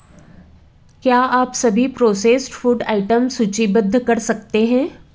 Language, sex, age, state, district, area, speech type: Hindi, female, 45-60, Madhya Pradesh, Betul, urban, read